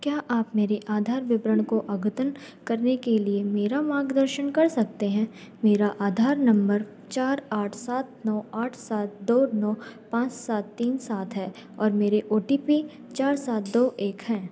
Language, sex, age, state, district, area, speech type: Hindi, female, 18-30, Madhya Pradesh, Narsinghpur, rural, read